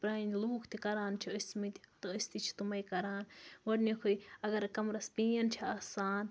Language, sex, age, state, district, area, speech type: Kashmiri, female, 18-30, Jammu and Kashmir, Baramulla, rural, spontaneous